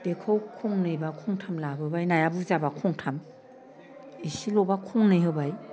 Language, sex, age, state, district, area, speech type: Bodo, female, 60+, Assam, Baksa, rural, spontaneous